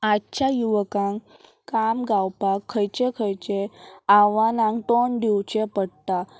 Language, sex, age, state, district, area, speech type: Goan Konkani, female, 18-30, Goa, Pernem, rural, spontaneous